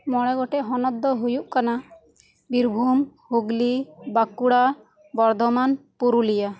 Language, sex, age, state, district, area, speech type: Santali, female, 18-30, West Bengal, Birbhum, rural, spontaneous